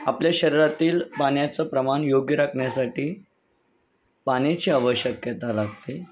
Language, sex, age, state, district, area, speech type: Marathi, male, 30-45, Maharashtra, Palghar, urban, spontaneous